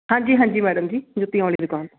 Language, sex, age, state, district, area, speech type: Punjabi, female, 30-45, Punjab, Shaheed Bhagat Singh Nagar, urban, conversation